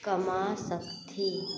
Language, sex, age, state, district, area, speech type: Maithili, female, 30-45, Bihar, Madhubani, rural, read